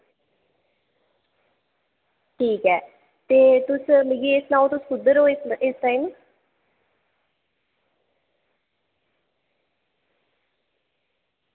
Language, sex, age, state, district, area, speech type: Dogri, female, 18-30, Jammu and Kashmir, Kathua, rural, conversation